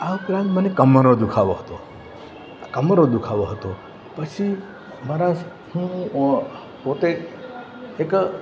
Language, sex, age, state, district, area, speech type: Gujarati, male, 45-60, Gujarat, Valsad, rural, spontaneous